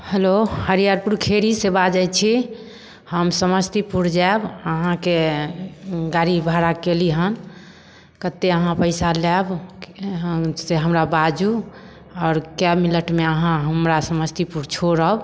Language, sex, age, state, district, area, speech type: Maithili, female, 30-45, Bihar, Samastipur, rural, spontaneous